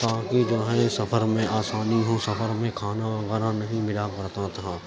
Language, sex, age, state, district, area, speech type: Urdu, male, 30-45, Uttar Pradesh, Gautam Buddha Nagar, rural, spontaneous